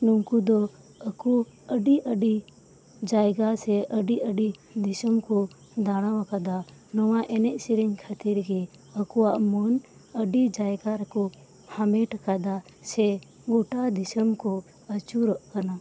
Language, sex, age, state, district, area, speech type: Santali, female, 30-45, West Bengal, Birbhum, rural, spontaneous